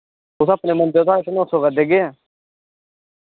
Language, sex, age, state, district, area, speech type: Dogri, male, 18-30, Jammu and Kashmir, Kathua, rural, conversation